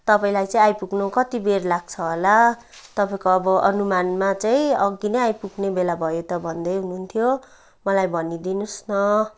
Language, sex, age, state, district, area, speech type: Nepali, female, 30-45, West Bengal, Kalimpong, rural, spontaneous